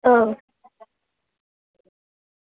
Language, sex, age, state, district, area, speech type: Dogri, female, 18-30, Jammu and Kashmir, Samba, rural, conversation